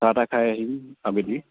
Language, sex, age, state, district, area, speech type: Assamese, male, 18-30, Assam, Sivasagar, rural, conversation